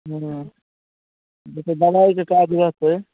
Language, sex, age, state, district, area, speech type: Maithili, male, 45-60, Bihar, Madhubani, urban, conversation